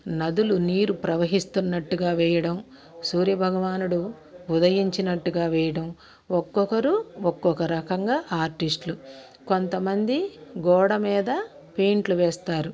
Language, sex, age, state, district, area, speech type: Telugu, female, 45-60, Andhra Pradesh, Bapatla, urban, spontaneous